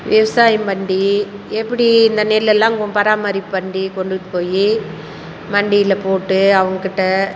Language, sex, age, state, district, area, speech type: Tamil, female, 60+, Tamil Nadu, Salem, rural, spontaneous